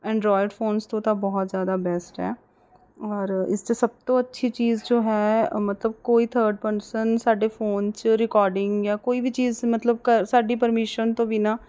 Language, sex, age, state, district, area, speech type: Punjabi, female, 30-45, Punjab, Mohali, urban, spontaneous